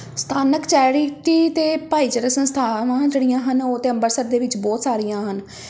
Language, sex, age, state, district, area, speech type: Punjabi, female, 30-45, Punjab, Amritsar, urban, spontaneous